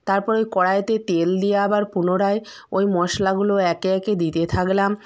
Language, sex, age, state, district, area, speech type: Bengali, female, 30-45, West Bengal, Purba Medinipur, rural, spontaneous